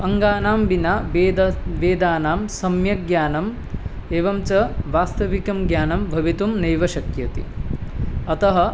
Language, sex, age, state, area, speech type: Sanskrit, male, 18-30, Tripura, rural, spontaneous